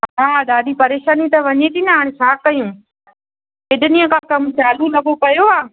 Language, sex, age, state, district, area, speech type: Sindhi, female, 30-45, Madhya Pradesh, Katni, rural, conversation